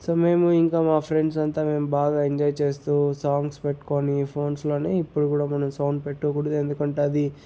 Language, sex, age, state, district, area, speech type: Telugu, male, 30-45, Andhra Pradesh, Sri Balaji, rural, spontaneous